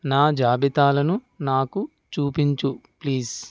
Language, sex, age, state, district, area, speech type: Telugu, male, 45-60, Andhra Pradesh, East Godavari, rural, read